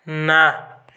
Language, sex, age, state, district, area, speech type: Odia, male, 18-30, Odisha, Kendujhar, urban, read